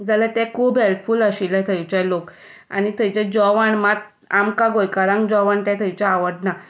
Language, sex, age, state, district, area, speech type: Goan Konkani, female, 30-45, Goa, Tiswadi, rural, spontaneous